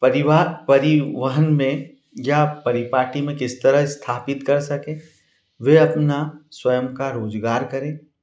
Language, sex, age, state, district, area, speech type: Hindi, male, 45-60, Madhya Pradesh, Ujjain, urban, spontaneous